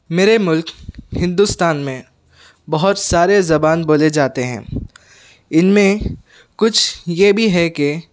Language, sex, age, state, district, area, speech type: Urdu, male, 18-30, Telangana, Hyderabad, urban, spontaneous